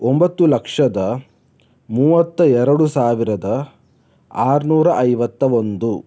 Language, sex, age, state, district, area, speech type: Kannada, male, 18-30, Karnataka, Udupi, rural, spontaneous